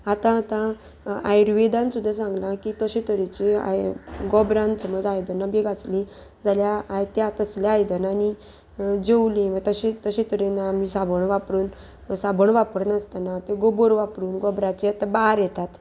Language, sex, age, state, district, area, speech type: Goan Konkani, female, 30-45, Goa, Salcete, urban, spontaneous